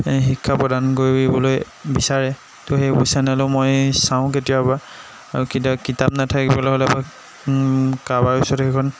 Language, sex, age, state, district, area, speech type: Assamese, male, 18-30, Assam, Jorhat, urban, spontaneous